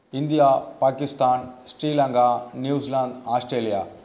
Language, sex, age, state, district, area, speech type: Tamil, male, 18-30, Tamil Nadu, Cuddalore, rural, spontaneous